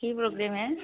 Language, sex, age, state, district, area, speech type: Assamese, female, 45-60, Assam, Nalbari, rural, conversation